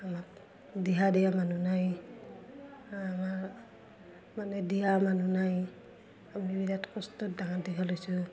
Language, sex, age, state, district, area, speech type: Assamese, female, 45-60, Assam, Barpeta, rural, spontaneous